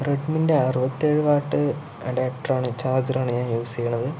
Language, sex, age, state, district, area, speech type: Malayalam, male, 45-60, Kerala, Palakkad, urban, spontaneous